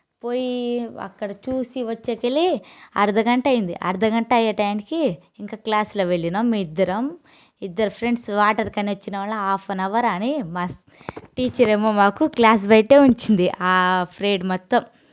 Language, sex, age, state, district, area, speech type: Telugu, female, 30-45, Telangana, Nalgonda, rural, spontaneous